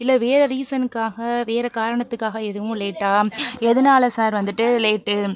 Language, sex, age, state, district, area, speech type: Tamil, female, 45-60, Tamil Nadu, Pudukkottai, rural, spontaneous